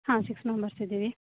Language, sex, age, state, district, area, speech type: Kannada, female, 18-30, Karnataka, Uttara Kannada, rural, conversation